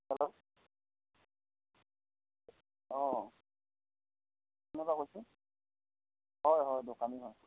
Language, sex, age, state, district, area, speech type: Assamese, male, 45-60, Assam, Darrang, rural, conversation